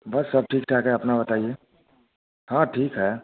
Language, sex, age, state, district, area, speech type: Hindi, male, 30-45, Bihar, Vaishali, rural, conversation